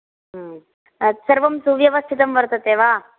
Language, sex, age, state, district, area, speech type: Sanskrit, female, 18-30, Karnataka, Bagalkot, urban, conversation